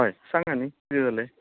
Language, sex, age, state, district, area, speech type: Goan Konkani, male, 30-45, Goa, Canacona, rural, conversation